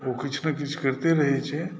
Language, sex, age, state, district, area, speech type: Maithili, male, 60+, Bihar, Saharsa, urban, spontaneous